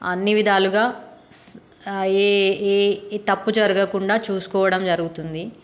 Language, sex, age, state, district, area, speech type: Telugu, female, 30-45, Telangana, Peddapalli, rural, spontaneous